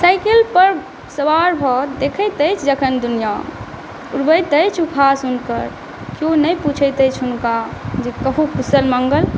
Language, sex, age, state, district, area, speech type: Maithili, female, 18-30, Bihar, Saharsa, rural, spontaneous